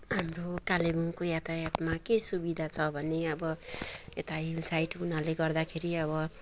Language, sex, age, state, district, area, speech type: Nepali, female, 45-60, West Bengal, Kalimpong, rural, spontaneous